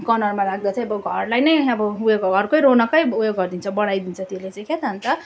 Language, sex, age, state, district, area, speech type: Nepali, female, 30-45, West Bengal, Darjeeling, rural, spontaneous